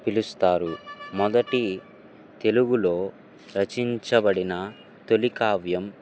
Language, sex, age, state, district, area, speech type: Telugu, male, 18-30, Andhra Pradesh, Guntur, urban, spontaneous